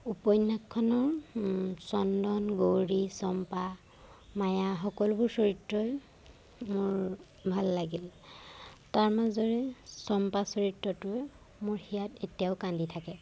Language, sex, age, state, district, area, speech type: Assamese, female, 18-30, Assam, Jorhat, urban, spontaneous